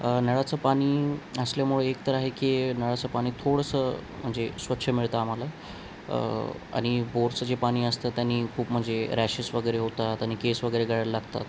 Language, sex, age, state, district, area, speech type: Marathi, male, 18-30, Maharashtra, Nanded, urban, spontaneous